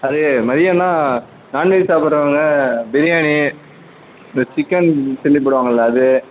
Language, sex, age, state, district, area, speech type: Tamil, male, 18-30, Tamil Nadu, Madurai, rural, conversation